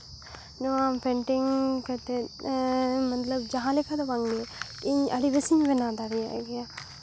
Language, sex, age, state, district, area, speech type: Santali, female, 18-30, Jharkhand, Seraikela Kharsawan, rural, spontaneous